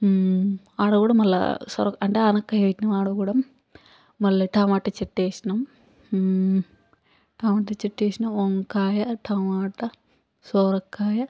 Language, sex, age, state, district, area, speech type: Telugu, female, 45-60, Telangana, Yadadri Bhuvanagiri, rural, spontaneous